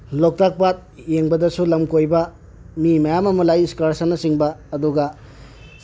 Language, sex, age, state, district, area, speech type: Manipuri, male, 60+, Manipur, Tengnoupal, rural, spontaneous